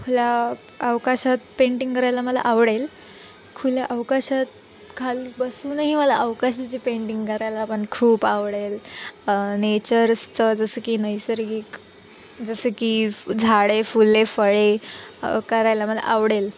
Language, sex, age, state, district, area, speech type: Marathi, female, 18-30, Maharashtra, Nanded, rural, spontaneous